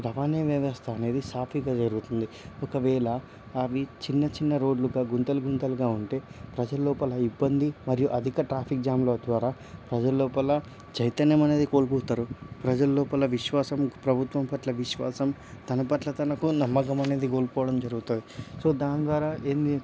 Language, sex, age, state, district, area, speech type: Telugu, male, 18-30, Telangana, Medchal, rural, spontaneous